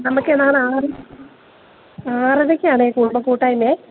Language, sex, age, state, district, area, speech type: Malayalam, female, 30-45, Kerala, Idukki, rural, conversation